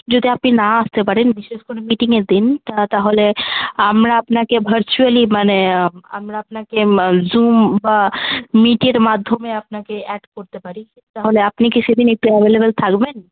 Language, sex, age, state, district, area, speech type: Bengali, female, 18-30, West Bengal, Malda, rural, conversation